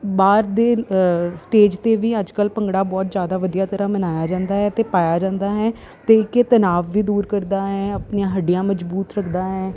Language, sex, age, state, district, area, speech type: Punjabi, female, 30-45, Punjab, Ludhiana, urban, spontaneous